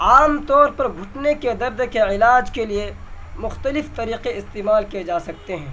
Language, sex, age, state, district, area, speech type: Urdu, male, 18-30, Bihar, Purnia, rural, spontaneous